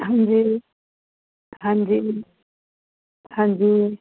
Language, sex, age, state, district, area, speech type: Punjabi, female, 60+, Punjab, Muktsar, urban, conversation